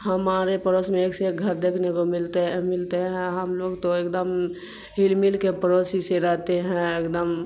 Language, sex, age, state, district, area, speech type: Urdu, female, 45-60, Bihar, Khagaria, rural, spontaneous